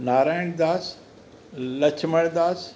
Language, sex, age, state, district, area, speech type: Sindhi, male, 60+, Rajasthan, Ajmer, urban, spontaneous